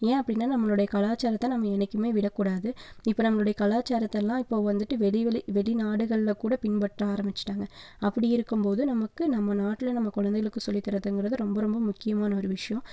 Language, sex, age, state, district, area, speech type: Tamil, female, 18-30, Tamil Nadu, Erode, rural, spontaneous